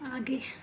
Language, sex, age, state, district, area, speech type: Hindi, female, 18-30, Madhya Pradesh, Seoni, urban, read